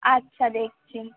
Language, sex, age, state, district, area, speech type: Bengali, female, 18-30, West Bengal, North 24 Parganas, urban, conversation